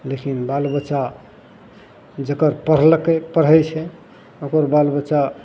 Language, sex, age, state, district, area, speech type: Maithili, male, 45-60, Bihar, Madhepura, rural, spontaneous